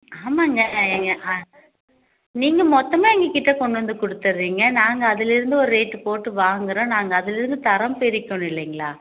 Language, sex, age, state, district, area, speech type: Tamil, female, 45-60, Tamil Nadu, Coimbatore, rural, conversation